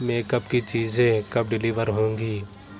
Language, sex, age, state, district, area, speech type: Urdu, male, 18-30, Uttar Pradesh, Lucknow, urban, read